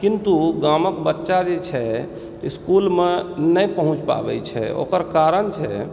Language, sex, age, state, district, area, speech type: Maithili, male, 30-45, Bihar, Supaul, rural, spontaneous